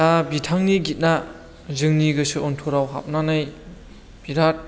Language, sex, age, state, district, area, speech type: Bodo, female, 18-30, Assam, Chirang, rural, spontaneous